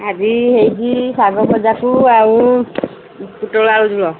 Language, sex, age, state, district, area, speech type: Odia, female, 45-60, Odisha, Angul, rural, conversation